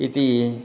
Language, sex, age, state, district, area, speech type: Sanskrit, male, 60+, Telangana, Hyderabad, urban, spontaneous